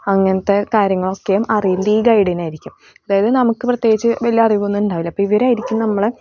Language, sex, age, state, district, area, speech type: Malayalam, female, 18-30, Kerala, Thrissur, rural, spontaneous